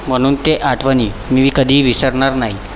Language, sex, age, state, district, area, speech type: Marathi, male, 18-30, Maharashtra, Nagpur, urban, spontaneous